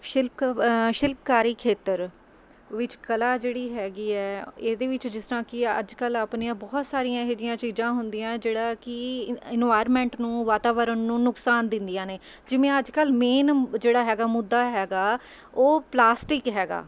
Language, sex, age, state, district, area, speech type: Punjabi, female, 30-45, Punjab, Mohali, urban, spontaneous